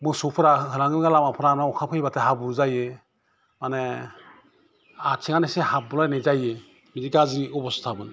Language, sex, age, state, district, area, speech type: Bodo, male, 45-60, Assam, Udalguri, urban, spontaneous